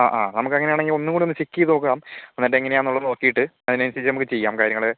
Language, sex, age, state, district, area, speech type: Malayalam, male, 18-30, Kerala, Kozhikode, rural, conversation